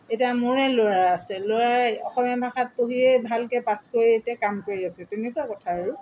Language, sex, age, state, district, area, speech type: Assamese, female, 60+, Assam, Tinsukia, rural, spontaneous